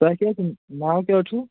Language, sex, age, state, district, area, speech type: Kashmiri, male, 45-60, Jammu and Kashmir, Budgam, urban, conversation